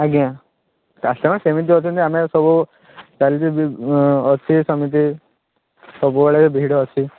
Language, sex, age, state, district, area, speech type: Odia, male, 30-45, Odisha, Balasore, rural, conversation